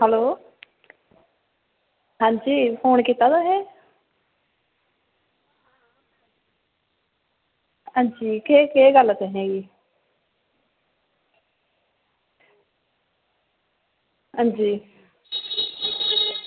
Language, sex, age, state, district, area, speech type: Dogri, female, 30-45, Jammu and Kashmir, Samba, urban, conversation